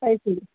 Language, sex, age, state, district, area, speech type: Malayalam, female, 60+, Kerala, Kollam, rural, conversation